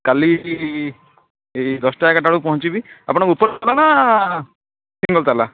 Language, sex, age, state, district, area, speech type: Odia, male, 45-60, Odisha, Sundergarh, urban, conversation